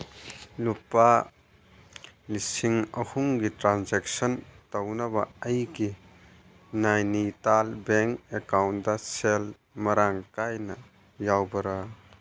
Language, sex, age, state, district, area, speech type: Manipuri, male, 45-60, Manipur, Churachandpur, rural, read